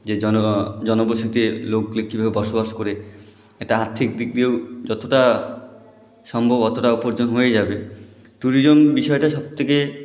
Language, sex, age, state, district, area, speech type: Bengali, male, 18-30, West Bengal, Jalpaiguri, rural, spontaneous